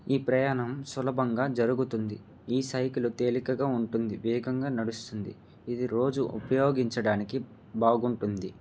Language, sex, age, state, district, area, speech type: Telugu, male, 18-30, Andhra Pradesh, Nandyal, urban, spontaneous